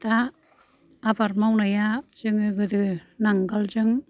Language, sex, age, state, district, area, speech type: Bodo, female, 60+, Assam, Kokrajhar, rural, spontaneous